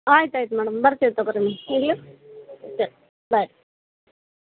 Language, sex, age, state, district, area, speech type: Kannada, female, 30-45, Karnataka, Gadag, rural, conversation